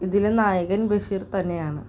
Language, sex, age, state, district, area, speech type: Malayalam, female, 18-30, Kerala, Ernakulam, rural, spontaneous